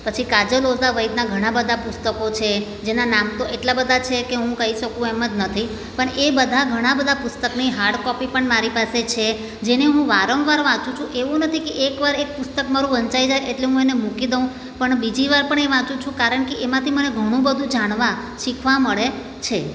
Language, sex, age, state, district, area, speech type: Gujarati, female, 45-60, Gujarat, Surat, urban, spontaneous